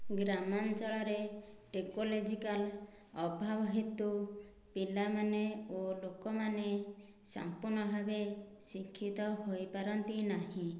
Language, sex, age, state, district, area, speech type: Odia, female, 30-45, Odisha, Dhenkanal, rural, spontaneous